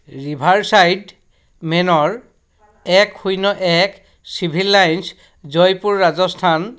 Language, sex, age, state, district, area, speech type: Assamese, male, 45-60, Assam, Dhemaji, rural, read